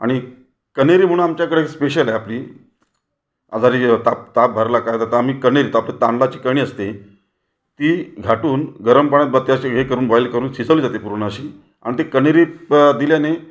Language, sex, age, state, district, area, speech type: Marathi, male, 45-60, Maharashtra, Raigad, rural, spontaneous